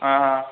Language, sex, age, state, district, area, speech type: Dogri, male, 18-30, Jammu and Kashmir, Udhampur, urban, conversation